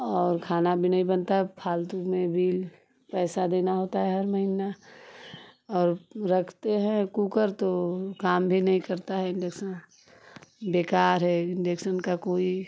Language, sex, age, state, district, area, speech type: Hindi, female, 30-45, Uttar Pradesh, Ghazipur, rural, spontaneous